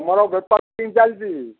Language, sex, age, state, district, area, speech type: Odia, male, 60+, Odisha, Jharsuguda, rural, conversation